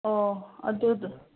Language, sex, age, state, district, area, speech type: Manipuri, female, 30-45, Manipur, Senapati, rural, conversation